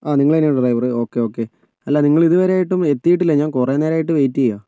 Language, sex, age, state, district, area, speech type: Malayalam, male, 45-60, Kerala, Kozhikode, urban, spontaneous